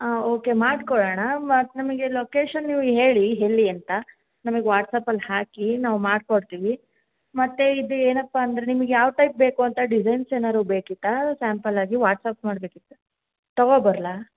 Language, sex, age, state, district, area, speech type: Kannada, female, 18-30, Karnataka, Hassan, urban, conversation